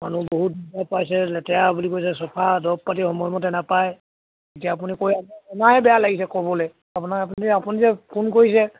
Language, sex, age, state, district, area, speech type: Assamese, male, 60+, Assam, Dibrugarh, rural, conversation